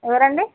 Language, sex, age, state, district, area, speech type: Telugu, female, 60+, Andhra Pradesh, Visakhapatnam, urban, conversation